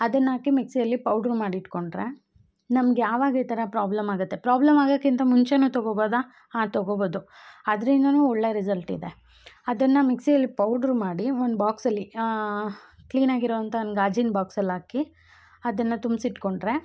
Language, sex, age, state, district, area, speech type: Kannada, female, 18-30, Karnataka, Chikkamagaluru, rural, spontaneous